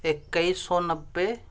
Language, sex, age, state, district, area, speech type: Urdu, male, 18-30, Uttar Pradesh, Siddharthnagar, rural, spontaneous